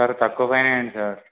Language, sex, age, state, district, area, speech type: Telugu, male, 18-30, Telangana, Siddipet, urban, conversation